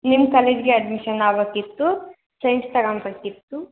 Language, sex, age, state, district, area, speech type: Kannada, female, 18-30, Karnataka, Chitradurga, rural, conversation